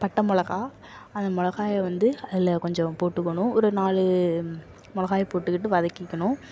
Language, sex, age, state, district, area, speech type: Tamil, female, 18-30, Tamil Nadu, Nagapattinam, rural, spontaneous